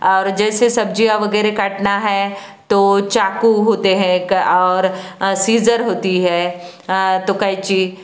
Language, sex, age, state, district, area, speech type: Hindi, female, 60+, Madhya Pradesh, Balaghat, rural, spontaneous